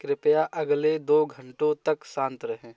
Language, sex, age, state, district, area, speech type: Hindi, male, 18-30, Uttar Pradesh, Jaunpur, rural, read